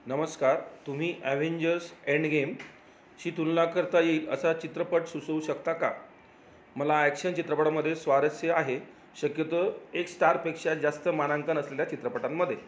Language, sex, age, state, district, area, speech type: Marathi, male, 45-60, Maharashtra, Jalna, urban, read